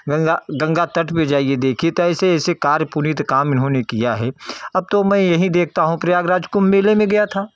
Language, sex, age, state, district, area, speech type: Hindi, male, 60+, Uttar Pradesh, Jaunpur, urban, spontaneous